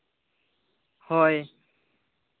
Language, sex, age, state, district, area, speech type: Santali, male, 18-30, Jharkhand, East Singhbhum, rural, conversation